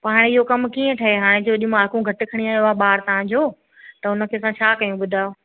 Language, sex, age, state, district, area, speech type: Sindhi, female, 45-60, Maharashtra, Thane, urban, conversation